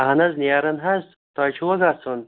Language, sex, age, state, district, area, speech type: Kashmiri, male, 30-45, Jammu and Kashmir, Pulwama, rural, conversation